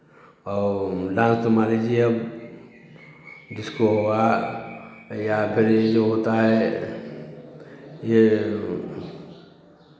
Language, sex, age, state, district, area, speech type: Hindi, male, 45-60, Uttar Pradesh, Chandauli, urban, spontaneous